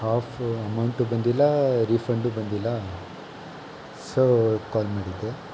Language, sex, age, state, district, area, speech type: Kannada, male, 30-45, Karnataka, Shimoga, rural, spontaneous